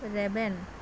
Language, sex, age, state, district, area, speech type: Santali, female, 30-45, West Bengal, Birbhum, rural, read